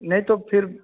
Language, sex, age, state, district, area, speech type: Hindi, male, 30-45, Bihar, Vaishali, rural, conversation